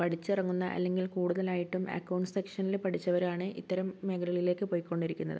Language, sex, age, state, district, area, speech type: Malayalam, female, 18-30, Kerala, Kozhikode, urban, spontaneous